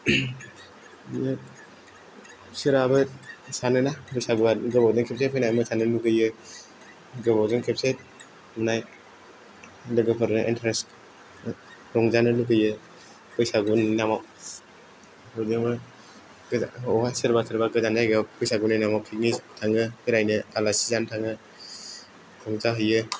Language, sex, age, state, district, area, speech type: Bodo, male, 18-30, Assam, Kokrajhar, rural, spontaneous